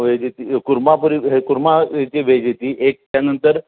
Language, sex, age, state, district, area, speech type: Marathi, male, 60+, Maharashtra, Sangli, rural, conversation